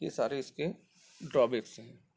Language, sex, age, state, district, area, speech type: Urdu, male, 30-45, Maharashtra, Nashik, urban, spontaneous